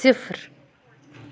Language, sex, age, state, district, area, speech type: Kashmiri, female, 30-45, Jammu and Kashmir, Budgam, rural, read